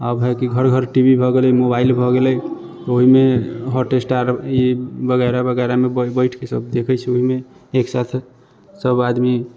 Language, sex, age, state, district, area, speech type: Maithili, male, 45-60, Bihar, Sitamarhi, rural, spontaneous